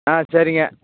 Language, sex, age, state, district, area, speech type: Tamil, male, 60+, Tamil Nadu, Tiruvarur, rural, conversation